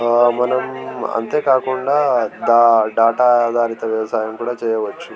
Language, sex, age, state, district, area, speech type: Telugu, male, 18-30, Telangana, Ranga Reddy, urban, spontaneous